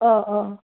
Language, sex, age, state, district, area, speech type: Assamese, female, 60+, Assam, Goalpara, urban, conversation